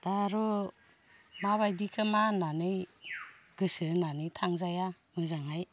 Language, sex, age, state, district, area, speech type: Bodo, female, 45-60, Assam, Baksa, rural, spontaneous